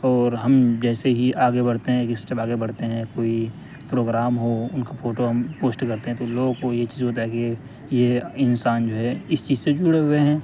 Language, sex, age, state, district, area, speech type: Urdu, male, 18-30, Delhi, North West Delhi, urban, spontaneous